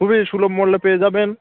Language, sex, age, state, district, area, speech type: Bengali, male, 30-45, West Bengal, Birbhum, urban, conversation